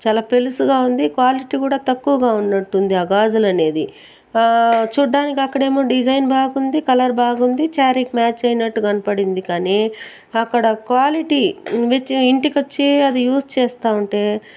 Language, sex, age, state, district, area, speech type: Telugu, female, 45-60, Andhra Pradesh, Chittoor, rural, spontaneous